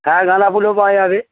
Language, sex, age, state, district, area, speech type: Bengali, male, 45-60, West Bengal, Darjeeling, rural, conversation